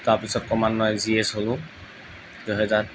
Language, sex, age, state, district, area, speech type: Assamese, male, 30-45, Assam, Morigaon, rural, spontaneous